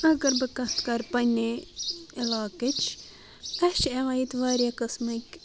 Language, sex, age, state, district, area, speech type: Kashmiri, female, 18-30, Jammu and Kashmir, Budgam, rural, spontaneous